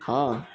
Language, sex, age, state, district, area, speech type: Urdu, male, 18-30, Bihar, Gaya, urban, spontaneous